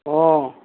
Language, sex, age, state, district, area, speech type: Assamese, male, 60+, Assam, Tinsukia, rural, conversation